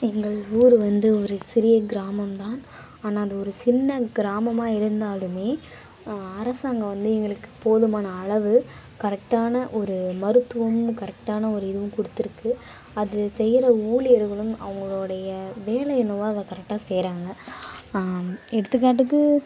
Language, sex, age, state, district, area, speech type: Tamil, female, 18-30, Tamil Nadu, Kallakurichi, urban, spontaneous